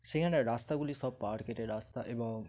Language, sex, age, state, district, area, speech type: Bengali, male, 18-30, West Bengal, Dakshin Dinajpur, urban, spontaneous